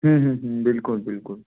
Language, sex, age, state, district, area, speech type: Hindi, male, 18-30, Madhya Pradesh, Ujjain, rural, conversation